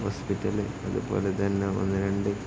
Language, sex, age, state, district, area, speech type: Malayalam, male, 18-30, Kerala, Kozhikode, rural, spontaneous